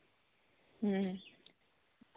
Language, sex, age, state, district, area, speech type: Santali, female, 18-30, West Bengal, Birbhum, rural, conversation